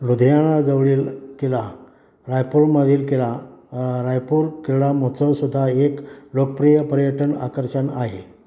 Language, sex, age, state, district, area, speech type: Marathi, male, 60+, Maharashtra, Satara, rural, read